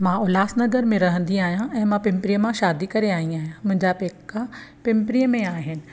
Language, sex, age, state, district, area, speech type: Sindhi, female, 45-60, Maharashtra, Pune, urban, spontaneous